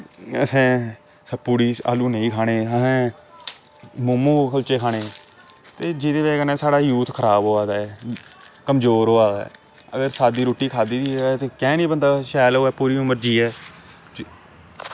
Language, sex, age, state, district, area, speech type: Dogri, male, 18-30, Jammu and Kashmir, Samba, urban, spontaneous